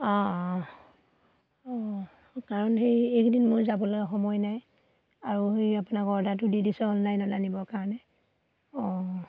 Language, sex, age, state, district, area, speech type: Assamese, female, 30-45, Assam, Golaghat, urban, spontaneous